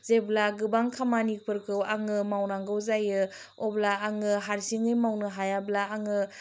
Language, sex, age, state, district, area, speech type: Bodo, female, 30-45, Assam, Chirang, rural, spontaneous